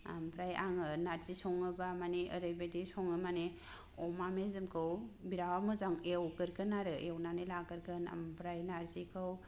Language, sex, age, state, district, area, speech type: Bodo, female, 30-45, Assam, Kokrajhar, rural, spontaneous